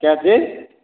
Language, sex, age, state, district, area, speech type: Hindi, male, 30-45, Bihar, Begusarai, rural, conversation